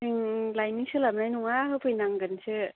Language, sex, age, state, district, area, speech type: Bodo, female, 18-30, Assam, Kokrajhar, rural, conversation